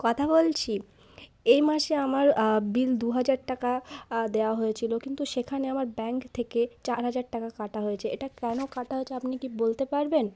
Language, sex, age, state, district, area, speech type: Bengali, female, 18-30, West Bengal, Darjeeling, urban, spontaneous